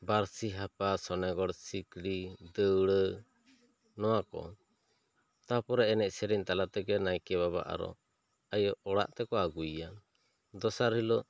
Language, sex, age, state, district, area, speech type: Santali, male, 30-45, West Bengal, Bankura, rural, spontaneous